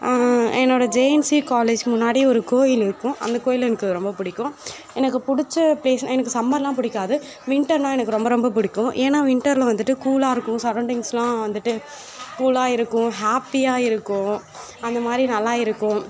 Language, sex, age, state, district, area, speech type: Tamil, female, 18-30, Tamil Nadu, Perambalur, urban, spontaneous